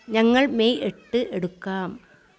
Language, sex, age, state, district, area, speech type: Malayalam, female, 45-60, Kerala, Malappuram, rural, read